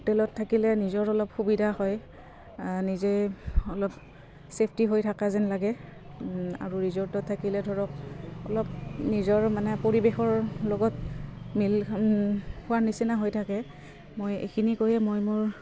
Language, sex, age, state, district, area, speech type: Assamese, female, 30-45, Assam, Udalguri, rural, spontaneous